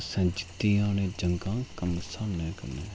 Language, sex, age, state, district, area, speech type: Dogri, male, 30-45, Jammu and Kashmir, Udhampur, rural, spontaneous